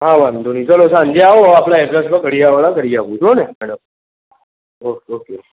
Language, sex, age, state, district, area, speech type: Gujarati, male, 60+, Gujarat, Aravalli, urban, conversation